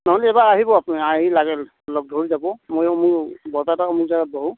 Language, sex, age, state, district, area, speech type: Assamese, male, 45-60, Assam, Barpeta, rural, conversation